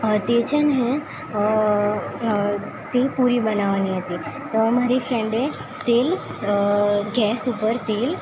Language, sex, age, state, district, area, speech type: Gujarati, female, 18-30, Gujarat, Valsad, rural, spontaneous